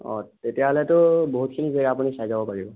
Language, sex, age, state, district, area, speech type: Assamese, male, 18-30, Assam, Sonitpur, rural, conversation